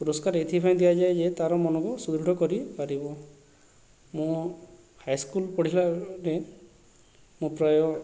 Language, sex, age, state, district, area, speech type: Odia, male, 45-60, Odisha, Boudh, rural, spontaneous